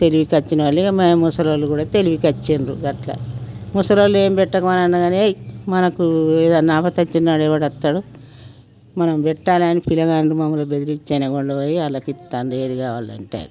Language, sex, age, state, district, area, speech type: Telugu, female, 60+, Telangana, Peddapalli, rural, spontaneous